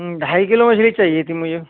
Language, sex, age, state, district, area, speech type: Urdu, male, 45-60, Uttar Pradesh, Muzaffarnagar, rural, conversation